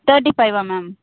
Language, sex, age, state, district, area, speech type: Tamil, female, 18-30, Tamil Nadu, Perambalur, urban, conversation